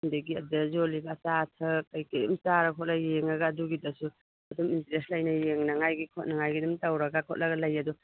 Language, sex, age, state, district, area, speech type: Manipuri, female, 45-60, Manipur, Churachandpur, urban, conversation